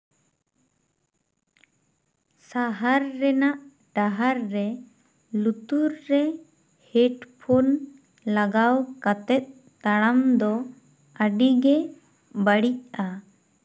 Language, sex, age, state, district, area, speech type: Santali, female, 18-30, West Bengal, Bankura, rural, spontaneous